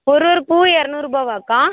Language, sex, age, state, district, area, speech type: Tamil, female, 18-30, Tamil Nadu, Vellore, urban, conversation